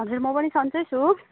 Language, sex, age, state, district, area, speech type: Nepali, female, 30-45, West Bengal, Kalimpong, rural, conversation